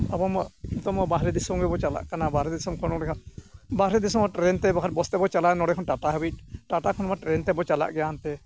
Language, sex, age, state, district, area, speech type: Santali, male, 60+, Odisha, Mayurbhanj, rural, spontaneous